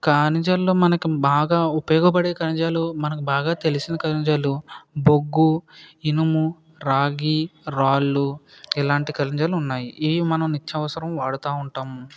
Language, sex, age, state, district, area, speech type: Telugu, male, 30-45, Andhra Pradesh, Kakinada, rural, spontaneous